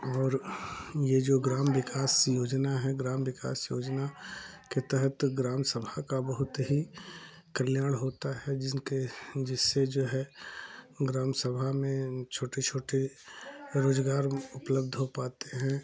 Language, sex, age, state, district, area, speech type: Hindi, male, 45-60, Uttar Pradesh, Chandauli, urban, spontaneous